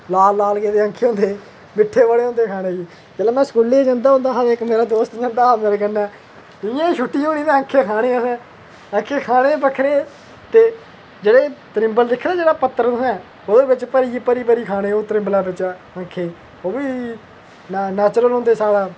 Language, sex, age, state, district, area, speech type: Dogri, male, 30-45, Jammu and Kashmir, Udhampur, urban, spontaneous